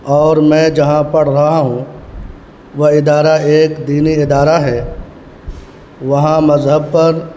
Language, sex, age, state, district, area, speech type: Urdu, male, 18-30, Bihar, Purnia, rural, spontaneous